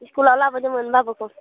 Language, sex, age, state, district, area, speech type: Bodo, female, 30-45, Assam, Udalguri, rural, conversation